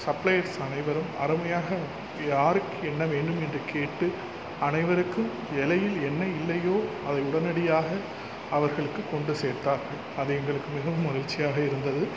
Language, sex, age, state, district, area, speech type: Tamil, male, 45-60, Tamil Nadu, Pudukkottai, rural, spontaneous